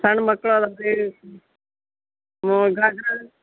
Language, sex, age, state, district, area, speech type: Kannada, female, 60+, Karnataka, Gadag, rural, conversation